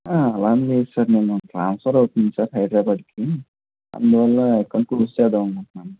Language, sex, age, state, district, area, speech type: Telugu, female, 30-45, Andhra Pradesh, Konaseema, urban, conversation